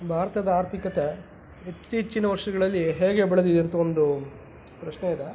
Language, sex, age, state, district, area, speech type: Kannada, male, 45-60, Karnataka, Chikkaballapur, rural, spontaneous